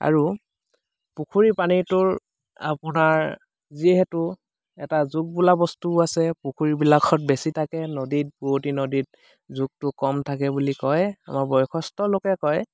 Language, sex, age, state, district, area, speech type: Assamese, male, 30-45, Assam, Lakhimpur, rural, spontaneous